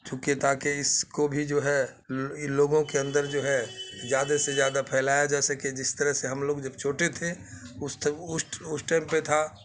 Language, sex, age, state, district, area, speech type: Urdu, male, 60+, Bihar, Khagaria, rural, spontaneous